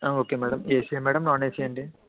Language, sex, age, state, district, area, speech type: Telugu, male, 60+, Andhra Pradesh, Kakinada, urban, conversation